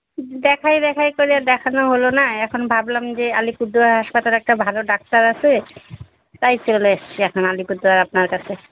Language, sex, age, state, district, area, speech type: Bengali, female, 45-60, West Bengal, Alipurduar, rural, conversation